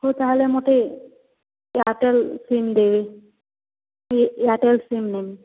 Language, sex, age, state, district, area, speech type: Odia, female, 45-60, Odisha, Boudh, rural, conversation